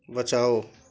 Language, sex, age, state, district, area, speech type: Hindi, male, 45-60, Uttar Pradesh, Chandauli, urban, read